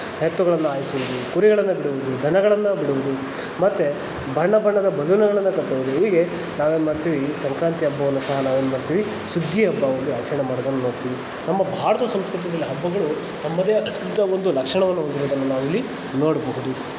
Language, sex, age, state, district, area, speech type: Kannada, male, 30-45, Karnataka, Kolar, rural, spontaneous